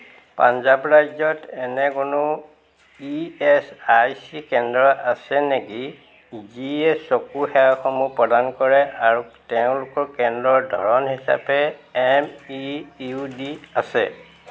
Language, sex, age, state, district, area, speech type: Assamese, male, 60+, Assam, Golaghat, urban, read